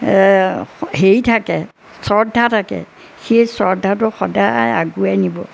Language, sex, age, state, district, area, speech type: Assamese, female, 60+, Assam, Majuli, rural, spontaneous